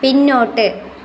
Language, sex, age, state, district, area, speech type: Malayalam, female, 30-45, Kerala, Kasaragod, rural, read